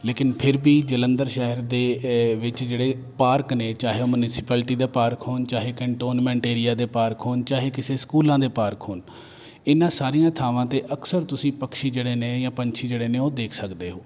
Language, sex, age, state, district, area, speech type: Punjabi, male, 30-45, Punjab, Jalandhar, urban, spontaneous